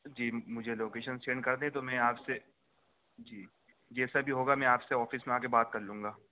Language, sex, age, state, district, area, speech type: Urdu, male, 18-30, Uttar Pradesh, Saharanpur, urban, conversation